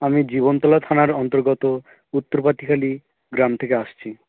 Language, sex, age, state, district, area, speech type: Bengali, male, 18-30, West Bengal, South 24 Parganas, rural, conversation